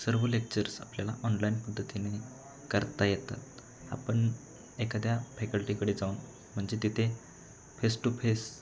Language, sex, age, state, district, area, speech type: Marathi, male, 18-30, Maharashtra, Sangli, urban, spontaneous